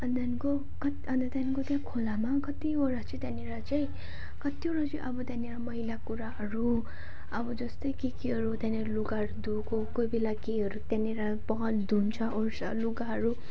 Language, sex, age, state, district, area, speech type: Nepali, female, 18-30, West Bengal, Jalpaiguri, urban, spontaneous